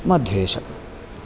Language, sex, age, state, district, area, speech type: Sanskrit, male, 18-30, Karnataka, Raichur, urban, spontaneous